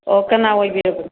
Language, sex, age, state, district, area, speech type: Manipuri, female, 45-60, Manipur, Kakching, rural, conversation